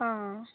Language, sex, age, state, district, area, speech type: Goan Konkani, female, 18-30, Goa, Murmgao, rural, conversation